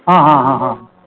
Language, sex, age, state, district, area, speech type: Kannada, male, 60+, Karnataka, Udupi, rural, conversation